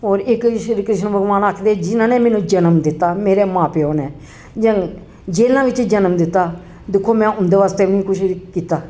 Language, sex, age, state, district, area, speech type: Dogri, female, 60+, Jammu and Kashmir, Jammu, urban, spontaneous